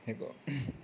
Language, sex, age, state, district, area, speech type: Nepali, male, 30-45, West Bengal, Darjeeling, rural, spontaneous